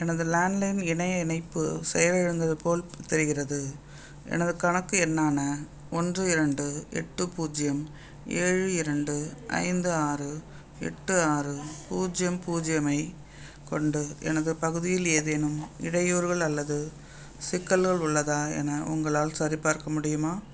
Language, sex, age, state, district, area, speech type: Tamil, female, 60+, Tamil Nadu, Thanjavur, urban, read